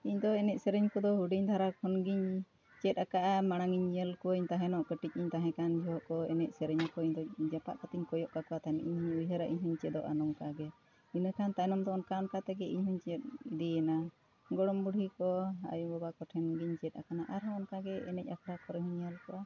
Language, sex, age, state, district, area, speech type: Santali, female, 45-60, Jharkhand, Bokaro, rural, spontaneous